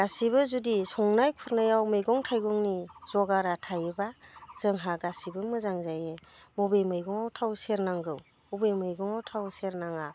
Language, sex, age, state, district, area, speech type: Bodo, female, 45-60, Assam, Udalguri, rural, spontaneous